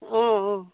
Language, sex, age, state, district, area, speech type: Assamese, female, 30-45, Assam, Jorhat, urban, conversation